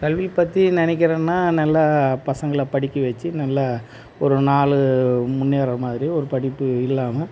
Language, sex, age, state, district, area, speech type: Tamil, male, 60+, Tamil Nadu, Tiruvarur, rural, spontaneous